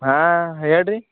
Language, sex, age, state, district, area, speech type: Kannada, male, 45-60, Karnataka, Bidar, rural, conversation